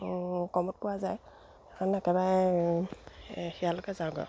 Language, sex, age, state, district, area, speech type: Assamese, female, 45-60, Assam, Dibrugarh, rural, spontaneous